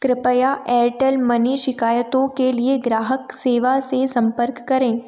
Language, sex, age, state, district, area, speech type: Hindi, female, 18-30, Madhya Pradesh, Ujjain, urban, read